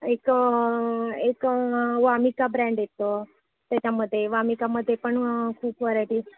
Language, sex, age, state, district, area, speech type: Marathi, female, 45-60, Maharashtra, Ratnagiri, rural, conversation